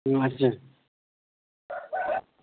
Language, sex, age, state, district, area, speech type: Bengali, male, 60+, West Bengal, Uttar Dinajpur, urban, conversation